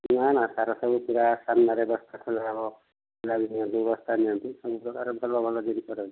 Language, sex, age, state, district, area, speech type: Odia, male, 45-60, Odisha, Kendujhar, urban, conversation